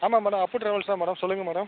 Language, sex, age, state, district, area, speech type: Tamil, male, 30-45, Tamil Nadu, Ariyalur, rural, conversation